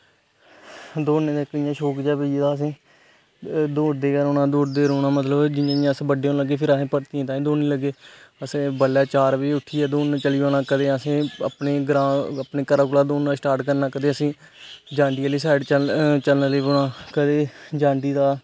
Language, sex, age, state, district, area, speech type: Dogri, male, 18-30, Jammu and Kashmir, Kathua, rural, spontaneous